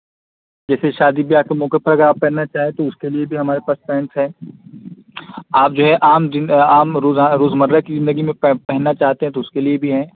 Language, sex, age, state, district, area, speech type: Urdu, male, 30-45, Uttar Pradesh, Azamgarh, rural, conversation